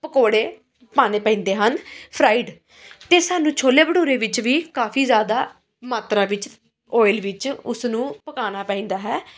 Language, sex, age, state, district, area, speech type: Punjabi, female, 18-30, Punjab, Pathankot, rural, spontaneous